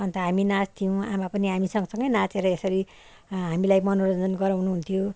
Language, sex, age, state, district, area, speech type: Nepali, female, 60+, West Bengal, Kalimpong, rural, spontaneous